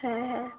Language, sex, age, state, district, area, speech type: Bengali, female, 18-30, West Bengal, Bankura, urban, conversation